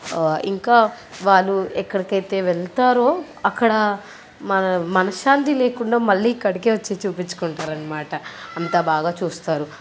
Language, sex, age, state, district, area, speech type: Telugu, female, 18-30, Telangana, Medchal, urban, spontaneous